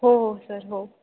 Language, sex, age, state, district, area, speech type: Marathi, female, 18-30, Maharashtra, Ahmednagar, urban, conversation